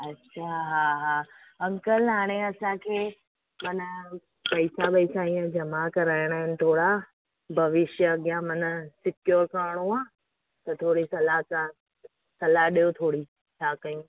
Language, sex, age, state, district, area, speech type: Sindhi, female, 60+, Gujarat, Surat, urban, conversation